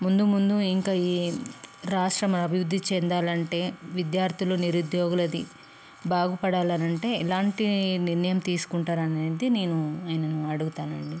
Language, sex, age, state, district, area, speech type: Telugu, female, 30-45, Telangana, Peddapalli, urban, spontaneous